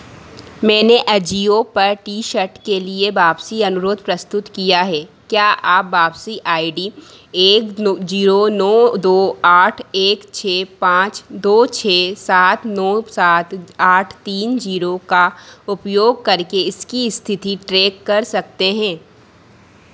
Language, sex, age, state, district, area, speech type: Hindi, female, 30-45, Madhya Pradesh, Harda, urban, read